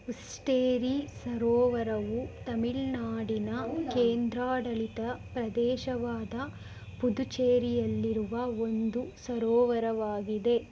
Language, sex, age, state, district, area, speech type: Kannada, female, 45-60, Karnataka, Tumkur, rural, read